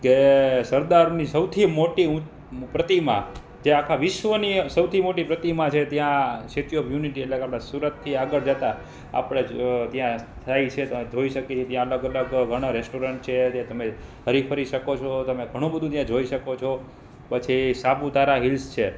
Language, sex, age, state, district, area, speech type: Gujarati, male, 30-45, Gujarat, Rajkot, urban, spontaneous